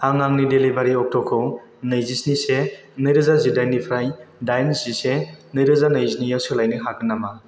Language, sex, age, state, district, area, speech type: Bodo, male, 18-30, Assam, Chirang, rural, read